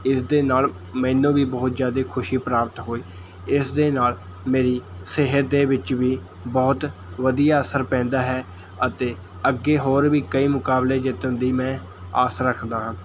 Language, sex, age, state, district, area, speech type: Punjabi, male, 18-30, Punjab, Mohali, rural, spontaneous